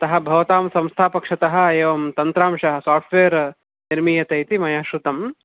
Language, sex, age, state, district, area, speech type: Sanskrit, male, 30-45, Karnataka, Bangalore Urban, urban, conversation